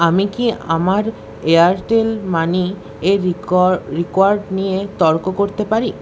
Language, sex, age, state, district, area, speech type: Bengali, male, 60+, West Bengal, Paschim Bardhaman, urban, read